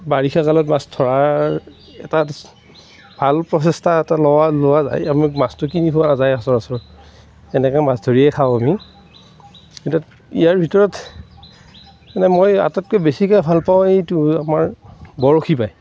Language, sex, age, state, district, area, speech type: Assamese, male, 45-60, Assam, Darrang, rural, spontaneous